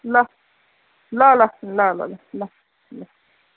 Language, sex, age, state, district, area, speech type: Nepali, female, 30-45, West Bengal, Kalimpong, rural, conversation